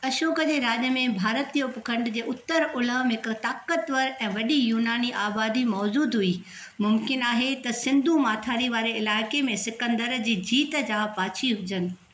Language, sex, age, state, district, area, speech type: Sindhi, female, 60+, Maharashtra, Thane, urban, read